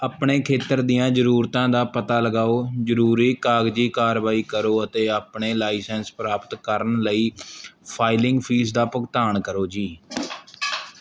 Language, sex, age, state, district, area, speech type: Punjabi, male, 18-30, Punjab, Mohali, rural, read